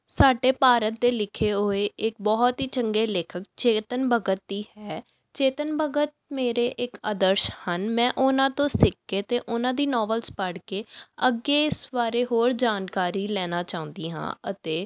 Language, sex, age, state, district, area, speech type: Punjabi, female, 18-30, Punjab, Pathankot, urban, spontaneous